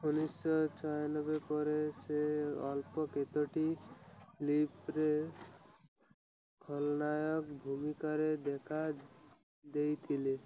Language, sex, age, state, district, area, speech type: Odia, male, 18-30, Odisha, Malkangiri, urban, read